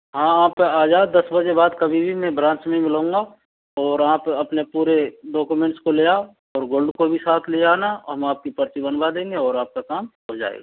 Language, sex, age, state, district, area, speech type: Hindi, male, 45-60, Rajasthan, Karauli, rural, conversation